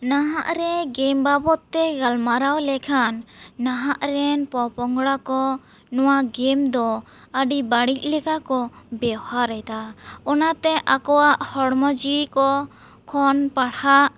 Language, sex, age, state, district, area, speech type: Santali, female, 18-30, West Bengal, Bankura, rural, spontaneous